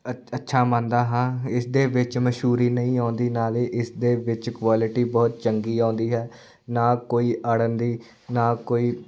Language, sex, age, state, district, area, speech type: Punjabi, male, 18-30, Punjab, Muktsar, urban, spontaneous